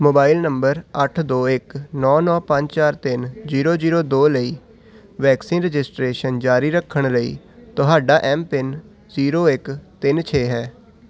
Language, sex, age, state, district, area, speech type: Punjabi, male, 18-30, Punjab, Hoshiarpur, urban, read